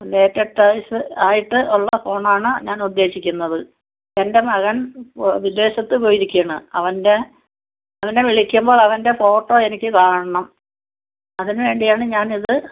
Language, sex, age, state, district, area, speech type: Malayalam, female, 60+, Kerala, Alappuzha, rural, conversation